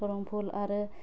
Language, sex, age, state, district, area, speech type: Bodo, female, 30-45, Assam, Udalguri, urban, spontaneous